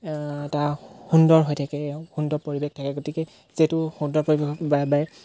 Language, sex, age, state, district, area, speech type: Assamese, male, 18-30, Assam, Golaghat, rural, spontaneous